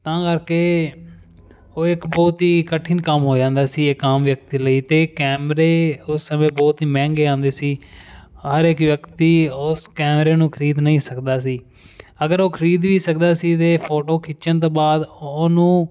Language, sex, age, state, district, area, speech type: Punjabi, male, 18-30, Punjab, Fazilka, rural, spontaneous